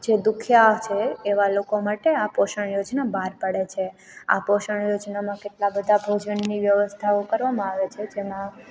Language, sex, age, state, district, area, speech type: Gujarati, female, 18-30, Gujarat, Amreli, rural, spontaneous